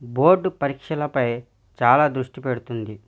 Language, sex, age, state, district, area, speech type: Telugu, male, 45-60, Andhra Pradesh, East Godavari, rural, spontaneous